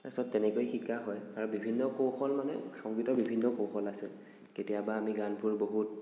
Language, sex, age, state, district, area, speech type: Assamese, male, 18-30, Assam, Nagaon, rural, spontaneous